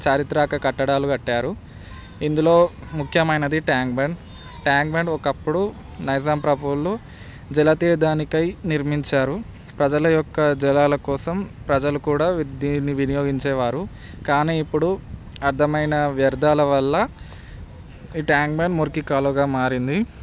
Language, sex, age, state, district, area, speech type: Telugu, male, 18-30, Telangana, Hyderabad, urban, spontaneous